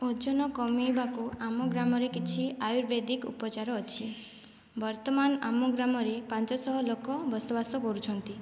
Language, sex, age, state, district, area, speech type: Odia, female, 45-60, Odisha, Kandhamal, rural, spontaneous